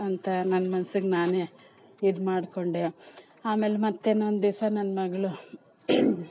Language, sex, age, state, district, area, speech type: Kannada, female, 45-60, Karnataka, Kolar, rural, spontaneous